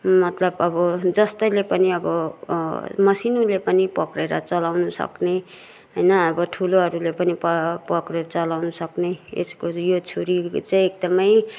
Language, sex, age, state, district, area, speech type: Nepali, female, 60+, West Bengal, Kalimpong, rural, spontaneous